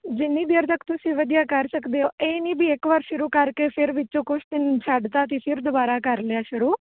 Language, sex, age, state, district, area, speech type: Punjabi, female, 18-30, Punjab, Fazilka, rural, conversation